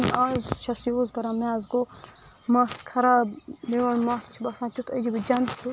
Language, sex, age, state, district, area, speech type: Kashmiri, female, 18-30, Jammu and Kashmir, Budgam, rural, spontaneous